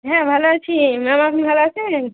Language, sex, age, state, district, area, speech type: Bengali, female, 18-30, West Bengal, Murshidabad, rural, conversation